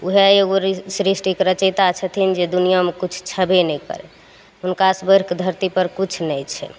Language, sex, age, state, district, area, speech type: Maithili, female, 30-45, Bihar, Begusarai, urban, spontaneous